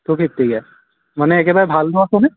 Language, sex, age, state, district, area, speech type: Assamese, male, 18-30, Assam, Morigaon, rural, conversation